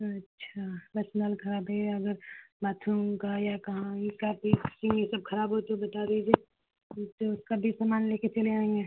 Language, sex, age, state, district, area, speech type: Hindi, female, 18-30, Uttar Pradesh, Chandauli, rural, conversation